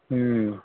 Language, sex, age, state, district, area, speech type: Marathi, male, 18-30, Maharashtra, Nanded, rural, conversation